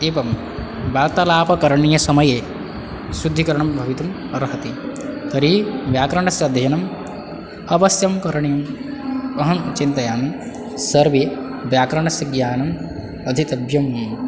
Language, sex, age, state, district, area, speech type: Sanskrit, male, 18-30, Odisha, Balangir, rural, spontaneous